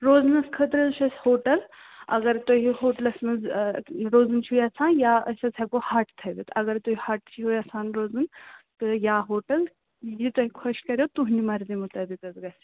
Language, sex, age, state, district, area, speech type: Kashmiri, male, 18-30, Jammu and Kashmir, Srinagar, urban, conversation